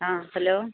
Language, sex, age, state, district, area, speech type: Malayalam, female, 45-60, Kerala, Pathanamthitta, rural, conversation